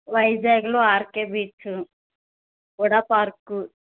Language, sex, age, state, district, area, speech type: Telugu, female, 18-30, Andhra Pradesh, Vizianagaram, rural, conversation